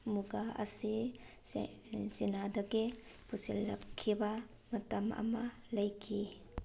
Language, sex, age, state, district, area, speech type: Manipuri, female, 18-30, Manipur, Thoubal, rural, read